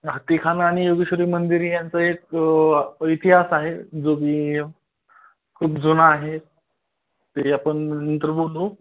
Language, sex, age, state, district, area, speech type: Marathi, male, 30-45, Maharashtra, Beed, rural, conversation